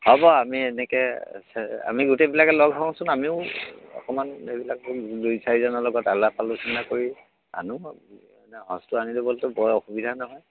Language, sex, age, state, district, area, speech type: Assamese, male, 60+, Assam, Dibrugarh, rural, conversation